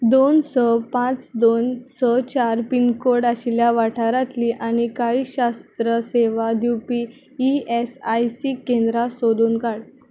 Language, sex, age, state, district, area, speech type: Goan Konkani, female, 18-30, Goa, Tiswadi, rural, read